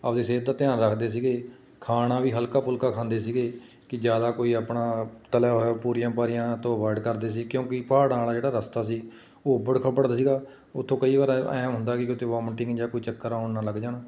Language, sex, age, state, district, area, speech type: Punjabi, male, 30-45, Punjab, Patiala, urban, spontaneous